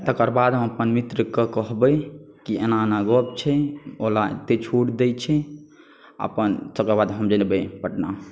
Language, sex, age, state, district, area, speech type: Maithili, male, 18-30, Bihar, Saharsa, rural, spontaneous